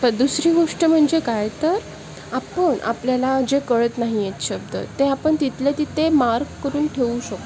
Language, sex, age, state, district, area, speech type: Marathi, female, 18-30, Maharashtra, Sindhudurg, rural, spontaneous